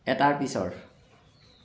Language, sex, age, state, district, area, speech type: Assamese, male, 30-45, Assam, Charaideo, urban, read